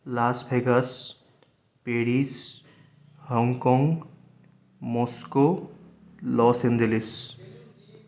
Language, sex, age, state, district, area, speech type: Assamese, male, 18-30, Assam, Sonitpur, rural, spontaneous